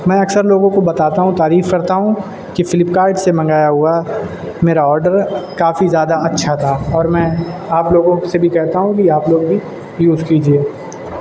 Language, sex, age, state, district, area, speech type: Urdu, male, 18-30, Uttar Pradesh, Shahjahanpur, urban, spontaneous